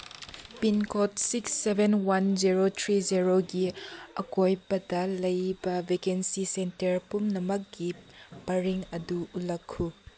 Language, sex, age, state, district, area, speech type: Manipuri, female, 18-30, Manipur, Senapati, urban, read